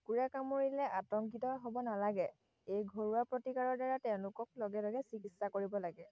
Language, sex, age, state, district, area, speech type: Assamese, female, 45-60, Assam, Sivasagar, rural, spontaneous